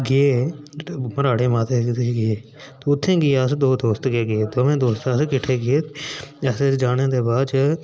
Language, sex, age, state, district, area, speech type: Dogri, male, 18-30, Jammu and Kashmir, Udhampur, rural, spontaneous